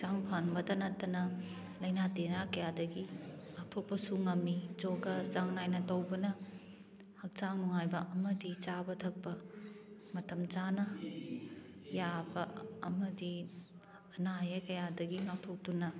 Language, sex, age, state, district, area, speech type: Manipuri, female, 30-45, Manipur, Kakching, rural, spontaneous